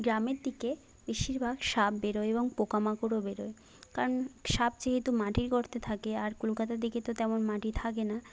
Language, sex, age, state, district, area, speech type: Bengali, female, 18-30, West Bengal, Jhargram, rural, spontaneous